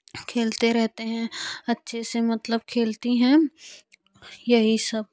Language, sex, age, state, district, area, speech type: Hindi, female, 18-30, Uttar Pradesh, Jaunpur, urban, spontaneous